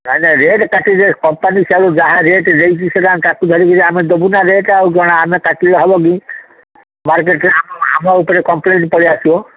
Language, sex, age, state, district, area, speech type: Odia, male, 60+, Odisha, Gajapati, rural, conversation